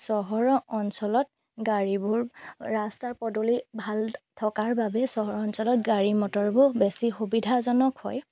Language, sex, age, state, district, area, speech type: Assamese, female, 30-45, Assam, Golaghat, rural, spontaneous